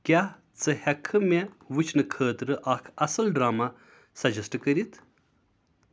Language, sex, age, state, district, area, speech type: Kashmiri, male, 30-45, Jammu and Kashmir, Srinagar, urban, read